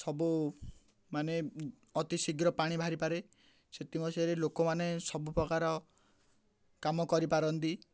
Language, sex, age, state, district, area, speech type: Odia, male, 18-30, Odisha, Ganjam, urban, spontaneous